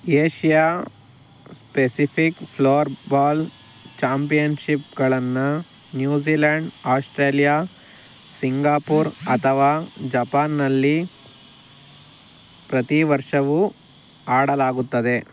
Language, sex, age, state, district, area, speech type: Kannada, male, 45-60, Karnataka, Bangalore Rural, rural, read